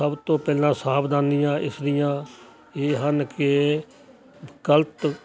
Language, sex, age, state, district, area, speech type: Punjabi, male, 60+, Punjab, Hoshiarpur, rural, spontaneous